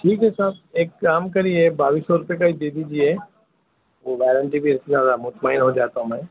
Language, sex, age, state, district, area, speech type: Urdu, male, 30-45, Telangana, Hyderabad, urban, conversation